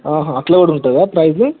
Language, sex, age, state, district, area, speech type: Telugu, male, 18-30, Telangana, Mahabubabad, urban, conversation